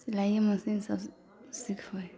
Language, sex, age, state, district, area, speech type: Maithili, female, 18-30, Bihar, Saharsa, rural, spontaneous